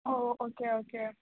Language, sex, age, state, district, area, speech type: Goan Konkani, female, 18-30, Goa, Quepem, rural, conversation